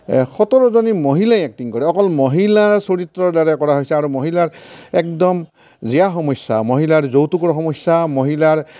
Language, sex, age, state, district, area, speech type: Assamese, male, 60+, Assam, Barpeta, rural, spontaneous